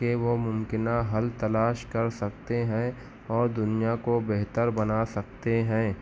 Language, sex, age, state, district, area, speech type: Urdu, male, 18-30, Maharashtra, Nashik, urban, spontaneous